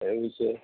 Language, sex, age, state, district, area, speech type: Gujarati, male, 45-60, Gujarat, Valsad, rural, conversation